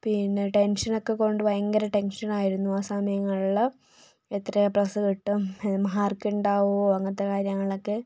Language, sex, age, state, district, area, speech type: Malayalam, female, 18-30, Kerala, Wayanad, rural, spontaneous